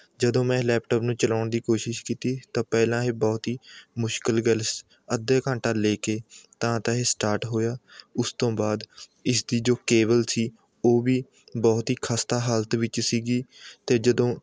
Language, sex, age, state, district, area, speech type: Punjabi, male, 18-30, Punjab, Mohali, rural, spontaneous